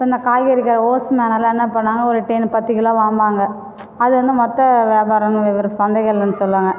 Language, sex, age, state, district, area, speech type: Tamil, female, 45-60, Tamil Nadu, Cuddalore, rural, spontaneous